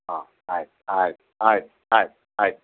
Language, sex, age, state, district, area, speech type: Kannada, male, 60+, Karnataka, Udupi, rural, conversation